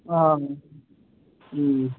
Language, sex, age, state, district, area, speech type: Dogri, male, 30-45, Jammu and Kashmir, Udhampur, urban, conversation